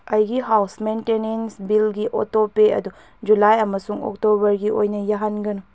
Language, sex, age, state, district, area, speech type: Manipuri, female, 18-30, Manipur, Kakching, rural, read